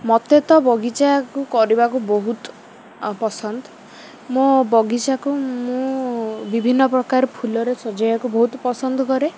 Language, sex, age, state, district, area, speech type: Odia, female, 45-60, Odisha, Rayagada, rural, spontaneous